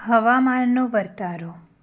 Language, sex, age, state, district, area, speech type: Gujarati, female, 18-30, Gujarat, Anand, urban, read